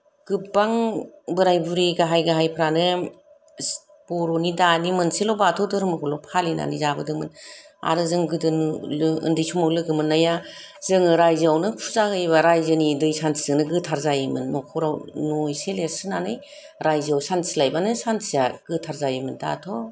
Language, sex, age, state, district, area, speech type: Bodo, female, 30-45, Assam, Kokrajhar, urban, spontaneous